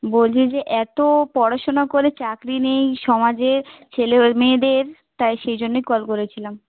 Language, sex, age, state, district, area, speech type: Bengali, female, 18-30, West Bengal, South 24 Parganas, rural, conversation